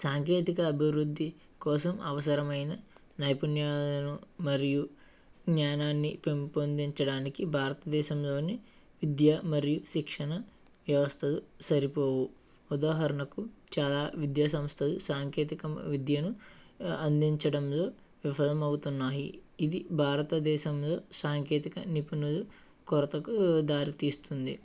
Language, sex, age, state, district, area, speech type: Telugu, male, 45-60, Andhra Pradesh, Eluru, rural, spontaneous